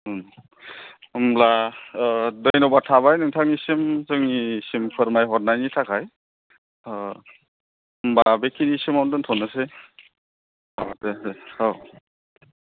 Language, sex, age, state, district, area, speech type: Bodo, male, 30-45, Assam, Chirang, rural, conversation